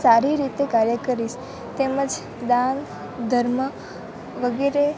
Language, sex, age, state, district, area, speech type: Gujarati, female, 18-30, Gujarat, Valsad, rural, spontaneous